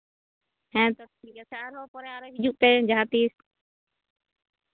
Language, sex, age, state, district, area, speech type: Santali, female, 18-30, West Bengal, Bankura, rural, conversation